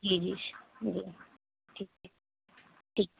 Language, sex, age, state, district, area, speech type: Urdu, female, 18-30, Delhi, North West Delhi, urban, conversation